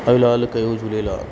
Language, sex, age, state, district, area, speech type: Sindhi, male, 30-45, Madhya Pradesh, Katni, urban, spontaneous